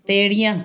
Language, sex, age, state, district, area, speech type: Punjabi, female, 60+, Punjab, Fazilka, rural, spontaneous